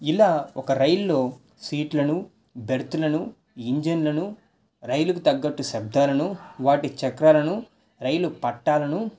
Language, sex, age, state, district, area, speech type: Telugu, male, 18-30, Andhra Pradesh, Nellore, urban, spontaneous